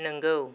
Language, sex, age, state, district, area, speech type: Bodo, female, 45-60, Assam, Kokrajhar, rural, read